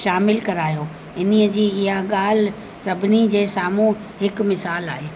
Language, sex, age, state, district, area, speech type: Sindhi, female, 60+, Uttar Pradesh, Lucknow, urban, spontaneous